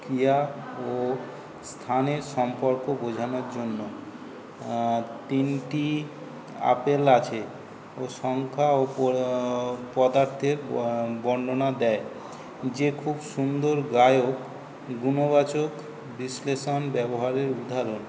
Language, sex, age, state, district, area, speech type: Bengali, male, 45-60, West Bengal, South 24 Parganas, urban, spontaneous